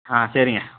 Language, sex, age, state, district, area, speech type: Tamil, male, 30-45, Tamil Nadu, Chengalpattu, rural, conversation